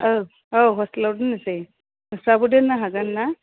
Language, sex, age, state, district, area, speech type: Bodo, female, 30-45, Assam, Udalguri, urban, conversation